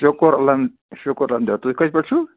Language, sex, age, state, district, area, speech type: Kashmiri, male, 30-45, Jammu and Kashmir, Budgam, rural, conversation